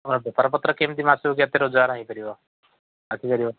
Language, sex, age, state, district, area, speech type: Odia, male, 45-60, Odisha, Sambalpur, rural, conversation